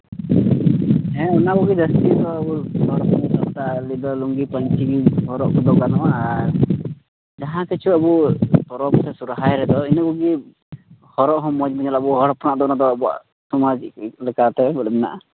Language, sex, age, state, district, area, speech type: Santali, male, 18-30, Jharkhand, Pakur, rural, conversation